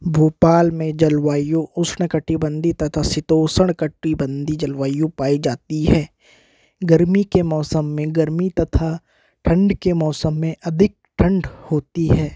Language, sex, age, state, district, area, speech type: Hindi, male, 18-30, Madhya Pradesh, Bhopal, rural, spontaneous